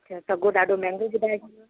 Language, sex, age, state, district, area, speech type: Sindhi, female, 30-45, Madhya Pradesh, Katni, urban, conversation